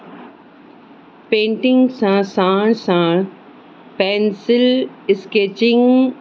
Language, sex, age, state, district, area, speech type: Sindhi, female, 18-30, Uttar Pradesh, Lucknow, urban, spontaneous